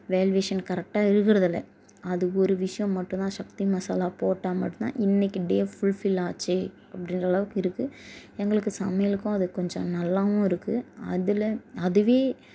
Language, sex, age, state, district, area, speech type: Tamil, female, 18-30, Tamil Nadu, Dharmapuri, rural, spontaneous